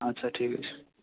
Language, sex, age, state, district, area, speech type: Odia, male, 18-30, Odisha, Jajpur, rural, conversation